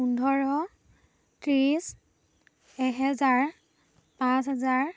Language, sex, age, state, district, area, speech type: Assamese, female, 18-30, Assam, Dhemaji, rural, spontaneous